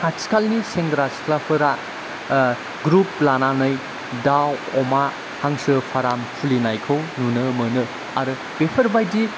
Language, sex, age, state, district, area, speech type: Bodo, male, 30-45, Assam, Kokrajhar, rural, spontaneous